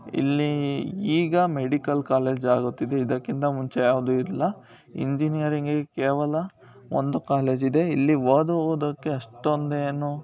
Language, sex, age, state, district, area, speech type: Kannada, male, 18-30, Karnataka, Chikkamagaluru, rural, spontaneous